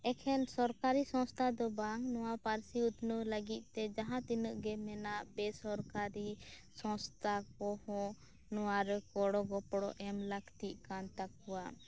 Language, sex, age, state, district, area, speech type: Santali, female, 18-30, West Bengal, Birbhum, rural, spontaneous